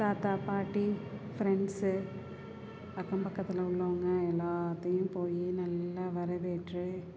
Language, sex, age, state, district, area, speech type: Tamil, female, 45-60, Tamil Nadu, Perambalur, urban, spontaneous